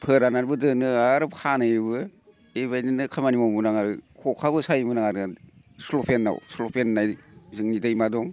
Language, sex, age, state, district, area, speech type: Bodo, male, 45-60, Assam, Baksa, urban, spontaneous